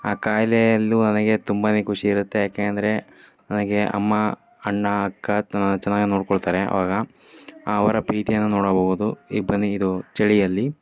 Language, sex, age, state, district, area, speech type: Kannada, male, 30-45, Karnataka, Davanagere, rural, spontaneous